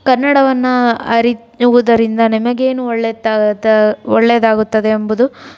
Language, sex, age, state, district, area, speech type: Kannada, female, 30-45, Karnataka, Davanagere, urban, spontaneous